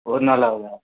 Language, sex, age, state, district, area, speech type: Tamil, male, 18-30, Tamil Nadu, Nagapattinam, rural, conversation